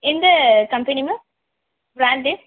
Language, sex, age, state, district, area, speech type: Tamil, female, 18-30, Tamil Nadu, Thanjavur, urban, conversation